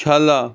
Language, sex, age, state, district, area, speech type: Punjabi, male, 45-60, Punjab, Hoshiarpur, urban, spontaneous